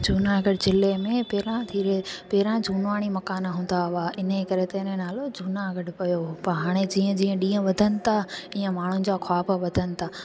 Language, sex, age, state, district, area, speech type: Sindhi, female, 18-30, Gujarat, Junagadh, urban, spontaneous